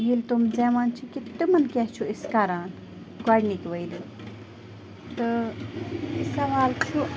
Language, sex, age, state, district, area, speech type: Kashmiri, female, 45-60, Jammu and Kashmir, Bandipora, rural, spontaneous